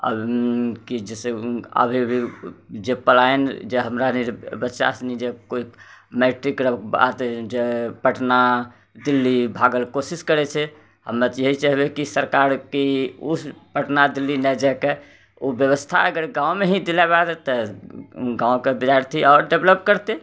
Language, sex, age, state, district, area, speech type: Maithili, male, 60+, Bihar, Purnia, urban, spontaneous